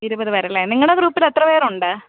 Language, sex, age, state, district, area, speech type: Malayalam, female, 18-30, Kerala, Alappuzha, rural, conversation